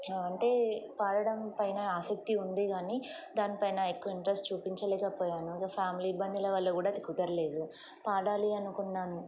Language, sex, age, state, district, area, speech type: Telugu, female, 30-45, Telangana, Ranga Reddy, urban, spontaneous